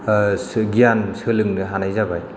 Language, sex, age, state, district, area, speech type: Bodo, male, 45-60, Assam, Chirang, rural, spontaneous